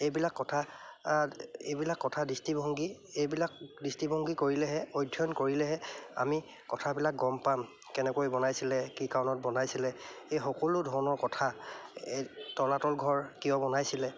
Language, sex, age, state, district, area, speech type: Assamese, male, 30-45, Assam, Charaideo, urban, spontaneous